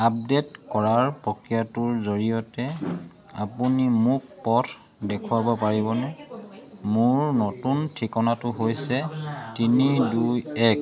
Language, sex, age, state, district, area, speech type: Assamese, male, 30-45, Assam, Sivasagar, rural, read